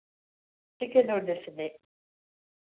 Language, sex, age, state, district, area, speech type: Malayalam, female, 30-45, Kerala, Thiruvananthapuram, rural, conversation